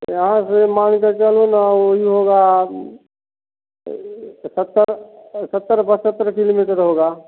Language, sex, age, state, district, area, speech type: Hindi, male, 45-60, Bihar, Samastipur, rural, conversation